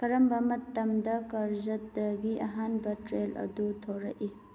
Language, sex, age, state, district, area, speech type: Manipuri, female, 18-30, Manipur, Churachandpur, rural, read